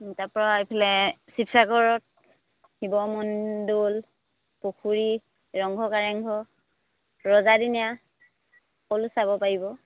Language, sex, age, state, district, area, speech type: Assamese, female, 30-45, Assam, Dibrugarh, rural, conversation